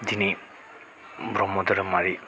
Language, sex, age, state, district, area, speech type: Bodo, male, 45-60, Assam, Chirang, rural, spontaneous